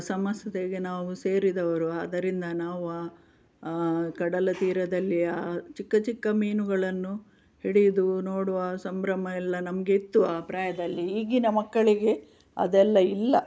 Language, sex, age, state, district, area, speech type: Kannada, female, 60+, Karnataka, Udupi, rural, spontaneous